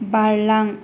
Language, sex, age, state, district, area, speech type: Bodo, female, 18-30, Assam, Kokrajhar, rural, read